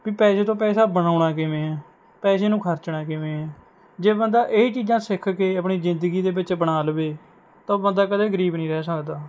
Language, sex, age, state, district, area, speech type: Punjabi, male, 18-30, Punjab, Mohali, rural, spontaneous